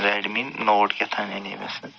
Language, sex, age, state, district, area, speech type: Kashmiri, male, 45-60, Jammu and Kashmir, Budgam, urban, spontaneous